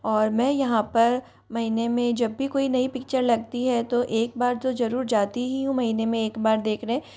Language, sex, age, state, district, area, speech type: Hindi, female, 45-60, Rajasthan, Jaipur, urban, spontaneous